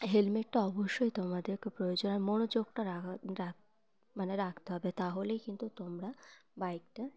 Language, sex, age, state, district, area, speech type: Bengali, female, 18-30, West Bengal, Uttar Dinajpur, urban, spontaneous